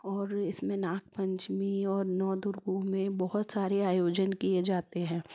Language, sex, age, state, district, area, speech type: Hindi, female, 30-45, Madhya Pradesh, Ujjain, urban, spontaneous